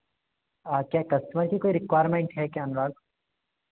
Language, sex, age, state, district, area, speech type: Hindi, male, 30-45, Madhya Pradesh, Hoshangabad, urban, conversation